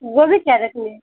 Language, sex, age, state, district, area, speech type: Urdu, female, 18-30, Bihar, Saharsa, rural, conversation